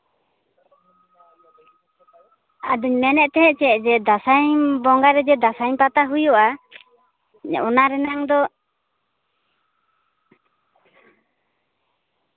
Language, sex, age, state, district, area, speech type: Santali, female, 18-30, West Bengal, Purulia, rural, conversation